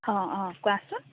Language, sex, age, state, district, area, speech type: Assamese, female, 30-45, Assam, Biswanath, rural, conversation